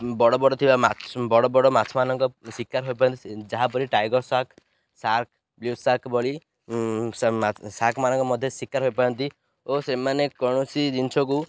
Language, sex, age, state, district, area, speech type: Odia, male, 18-30, Odisha, Ganjam, rural, spontaneous